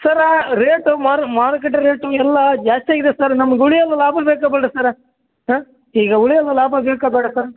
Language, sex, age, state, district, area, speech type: Kannada, male, 18-30, Karnataka, Bellary, urban, conversation